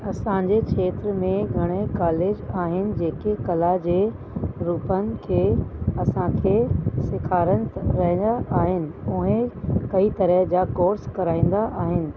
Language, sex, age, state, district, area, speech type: Sindhi, female, 30-45, Uttar Pradesh, Lucknow, urban, spontaneous